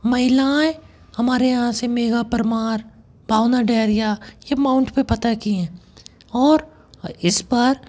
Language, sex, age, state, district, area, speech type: Hindi, male, 18-30, Madhya Pradesh, Bhopal, urban, spontaneous